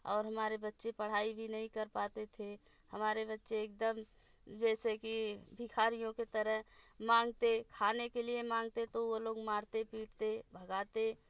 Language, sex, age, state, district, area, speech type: Hindi, female, 60+, Uttar Pradesh, Bhadohi, urban, spontaneous